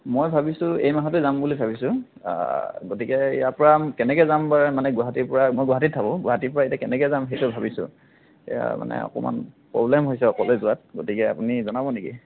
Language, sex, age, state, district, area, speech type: Assamese, male, 18-30, Assam, Kamrup Metropolitan, urban, conversation